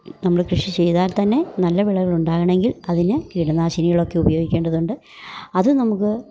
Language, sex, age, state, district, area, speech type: Malayalam, female, 60+, Kerala, Idukki, rural, spontaneous